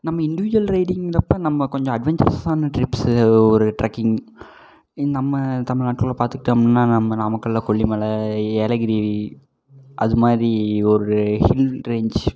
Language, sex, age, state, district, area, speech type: Tamil, male, 18-30, Tamil Nadu, Namakkal, rural, spontaneous